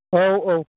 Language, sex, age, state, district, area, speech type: Bodo, male, 45-60, Assam, Baksa, rural, conversation